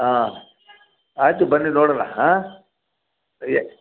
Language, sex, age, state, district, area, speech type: Kannada, male, 60+, Karnataka, Chamarajanagar, rural, conversation